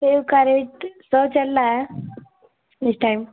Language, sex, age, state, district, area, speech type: Hindi, female, 30-45, Uttar Pradesh, Azamgarh, urban, conversation